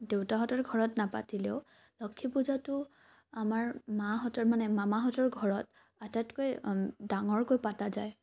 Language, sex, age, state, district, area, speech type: Assamese, female, 18-30, Assam, Morigaon, rural, spontaneous